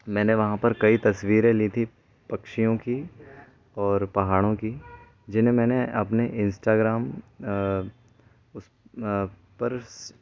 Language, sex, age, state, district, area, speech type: Hindi, male, 18-30, Madhya Pradesh, Bhopal, urban, spontaneous